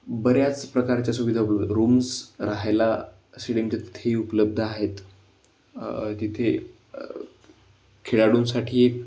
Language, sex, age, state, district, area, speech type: Marathi, male, 18-30, Maharashtra, Pune, urban, spontaneous